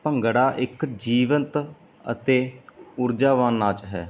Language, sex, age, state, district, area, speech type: Punjabi, male, 30-45, Punjab, Mansa, rural, spontaneous